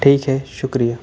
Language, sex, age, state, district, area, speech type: Urdu, male, 30-45, Delhi, South Delhi, urban, spontaneous